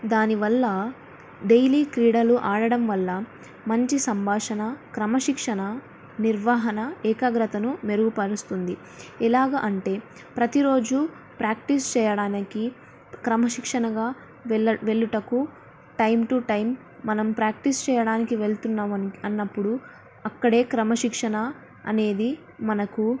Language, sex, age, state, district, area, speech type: Telugu, female, 18-30, Andhra Pradesh, Nandyal, urban, spontaneous